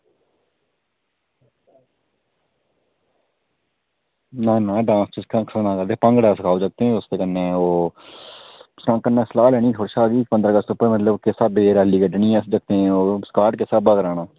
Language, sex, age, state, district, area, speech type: Dogri, male, 30-45, Jammu and Kashmir, Udhampur, rural, conversation